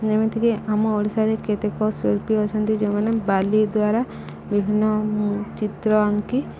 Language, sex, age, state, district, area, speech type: Odia, female, 30-45, Odisha, Subarnapur, urban, spontaneous